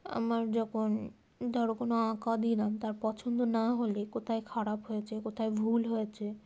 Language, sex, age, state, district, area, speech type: Bengali, female, 18-30, West Bengal, Darjeeling, urban, spontaneous